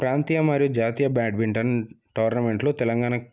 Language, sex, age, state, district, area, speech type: Telugu, male, 30-45, Telangana, Sangareddy, urban, spontaneous